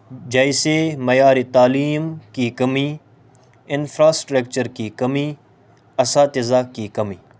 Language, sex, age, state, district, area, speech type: Urdu, male, 18-30, Delhi, North East Delhi, rural, spontaneous